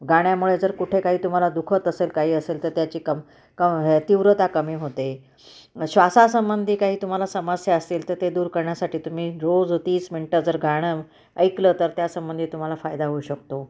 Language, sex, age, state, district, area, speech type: Marathi, female, 60+, Maharashtra, Nashik, urban, spontaneous